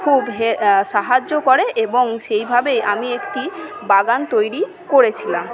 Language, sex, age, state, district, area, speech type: Bengali, female, 30-45, West Bengal, Purba Bardhaman, urban, spontaneous